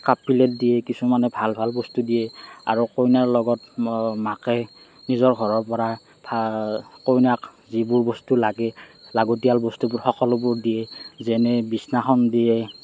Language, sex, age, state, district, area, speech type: Assamese, male, 30-45, Assam, Morigaon, urban, spontaneous